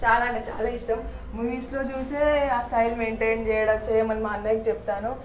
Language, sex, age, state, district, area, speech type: Telugu, female, 18-30, Telangana, Nalgonda, urban, spontaneous